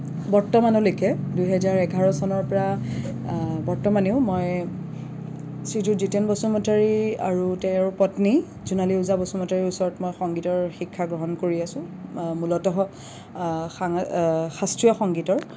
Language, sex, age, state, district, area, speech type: Assamese, female, 18-30, Assam, Kamrup Metropolitan, urban, spontaneous